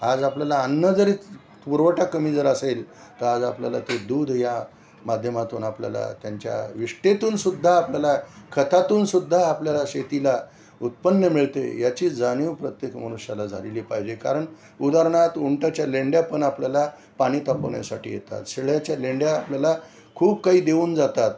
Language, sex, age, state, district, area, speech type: Marathi, male, 60+, Maharashtra, Nanded, urban, spontaneous